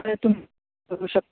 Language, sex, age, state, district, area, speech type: Goan Konkani, female, 30-45, Goa, Canacona, rural, conversation